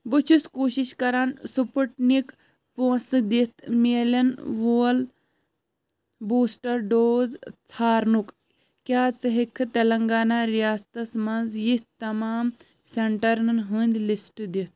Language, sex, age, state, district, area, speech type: Kashmiri, male, 18-30, Jammu and Kashmir, Kulgam, rural, read